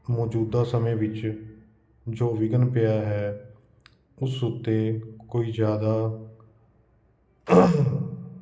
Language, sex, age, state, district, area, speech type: Punjabi, male, 30-45, Punjab, Kapurthala, urban, read